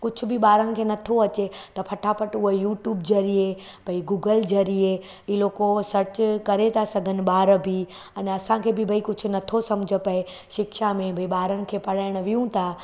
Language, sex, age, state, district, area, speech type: Sindhi, female, 30-45, Gujarat, Surat, urban, spontaneous